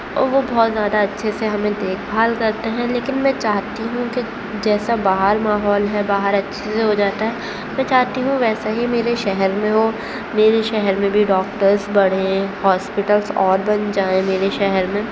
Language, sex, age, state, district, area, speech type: Urdu, female, 18-30, Uttar Pradesh, Aligarh, urban, spontaneous